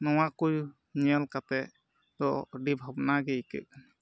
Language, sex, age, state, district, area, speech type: Santali, male, 18-30, Jharkhand, Pakur, rural, spontaneous